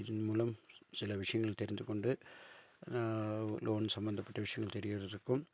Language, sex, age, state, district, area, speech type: Tamil, male, 45-60, Tamil Nadu, Nilgiris, urban, spontaneous